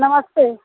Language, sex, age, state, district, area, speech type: Hindi, female, 30-45, Uttar Pradesh, Bhadohi, rural, conversation